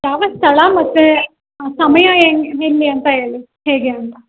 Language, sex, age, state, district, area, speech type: Kannada, female, 18-30, Karnataka, Chitradurga, rural, conversation